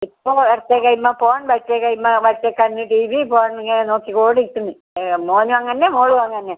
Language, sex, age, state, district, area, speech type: Malayalam, female, 60+, Kerala, Kasaragod, rural, conversation